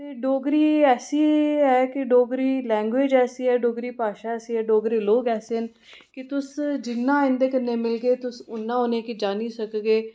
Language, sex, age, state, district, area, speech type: Dogri, female, 30-45, Jammu and Kashmir, Reasi, urban, spontaneous